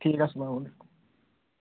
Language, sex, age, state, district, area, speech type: Kashmiri, male, 18-30, Jammu and Kashmir, Pulwama, urban, conversation